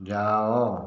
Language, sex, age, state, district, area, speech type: Odia, male, 60+, Odisha, Dhenkanal, rural, read